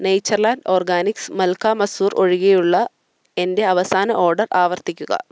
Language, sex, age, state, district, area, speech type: Malayalam, female, 18-30, Kerala, Idukki, rural, read